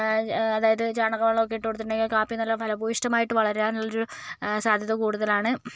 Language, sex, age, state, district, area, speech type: Malayalam, female, 45-60, Kerala, Kozhikode, urban, spontaneous